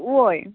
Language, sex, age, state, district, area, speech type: Goan Konkani, female, 18-30, Goa, Tiswadi, rural, conversation